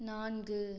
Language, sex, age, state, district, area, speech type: Tamil, female, 18-30, Tamil Nadu, Tiruchirappalli, rural, read